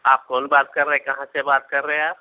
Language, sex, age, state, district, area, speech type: Urdu, male, 45-60, Telangana, Hyderabad, urban, conversation